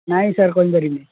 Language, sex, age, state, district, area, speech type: Odia, male, 18-30, Odisha, Jagatsinghpur, urban, conversation